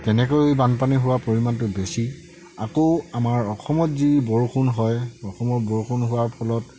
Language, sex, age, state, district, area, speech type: Assamese, male, 45-60, Assam, Charaideo, rural, spontaneous